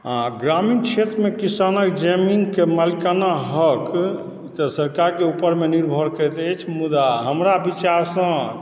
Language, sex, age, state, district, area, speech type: Maithili, male, 45-60, Bihar, Supaul, rural, spontaneous